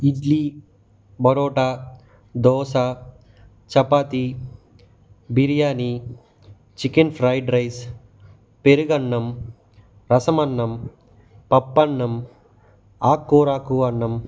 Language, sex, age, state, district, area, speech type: Telugu, male, 18-30, Andhra Pradesh, Sri Balaji, rural, spontaneous